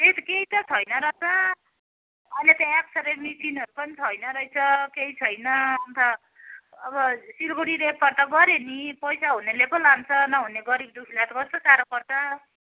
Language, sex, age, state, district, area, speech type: Nepali, female, 60+, West Bengal, Kalimpong, rural, conversation